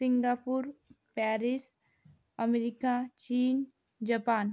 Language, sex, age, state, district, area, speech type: Marathi, female, 18-30, Maharashtra, Yavatmal, rural, spontaneous